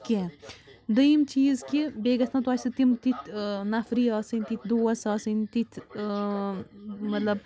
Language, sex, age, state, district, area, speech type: Kashmiri, female, 18-30, Jammu and Kashmir, Bandipora, rural, spontaneous